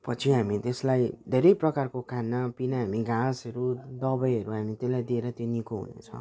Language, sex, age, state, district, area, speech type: Nepali, male, 18-30, West Bengal, Jalpaiguri, rural, spontaneous